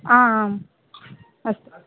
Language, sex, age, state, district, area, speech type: Sanskrit, female, 18-30, Kerala, Palakkad, rural, conversation